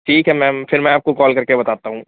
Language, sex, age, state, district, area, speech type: Hindi, male, 45-60, Uttar Pradesh, Lucknow, rural, conversation